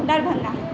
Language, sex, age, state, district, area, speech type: Maithili, female, 18-30, Bihar, Saharsa, rural, spontaneous